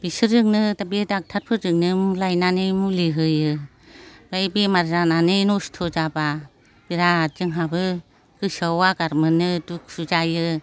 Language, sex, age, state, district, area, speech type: Bodo, female, 60+, Assam, Chirang, rural, spontaneous